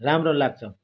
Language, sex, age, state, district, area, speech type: Nepali, male, 60+, West Bengal, Darjeeling, rural, spontaneous